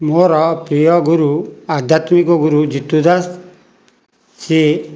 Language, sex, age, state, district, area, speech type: Odia, male, 60+, Odisha, Jajpur, rural, spontaneous